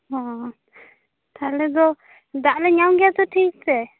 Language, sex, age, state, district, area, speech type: Santali, female, 18-30, West Bengal, Purba Bardhaman, rural, conversation